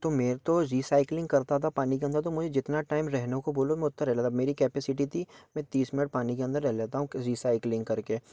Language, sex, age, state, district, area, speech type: Hindi, male, 18-30, Madhya Pradesh, Gwalior, urban, spontaneous